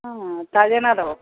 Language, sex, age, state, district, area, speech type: Kannada, female, 60+, Karnataka, Koppal, rural, conversation